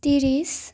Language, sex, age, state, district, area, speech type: Assamese, female, 18-30, Assam, Sonitpur, rural, spontaneous